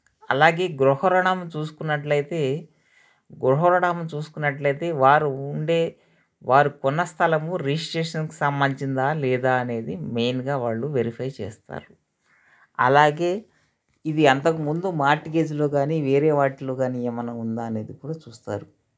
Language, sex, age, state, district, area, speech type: Telugu, male, 30-45, Andhra Pradesh, Krishna, urban, spontaneous